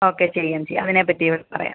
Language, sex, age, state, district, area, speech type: Malayalam, female, 18-30, Kerala, Kottayam, rural, conversation